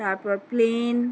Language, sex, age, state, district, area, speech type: Bengali, female, 30-45, West Bengal, Alipurduar, rural, spontaneous